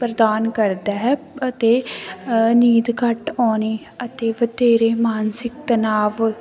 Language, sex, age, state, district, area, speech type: Punjabi, female, 18-30, Punjab, Sangrur, rural, spontaneous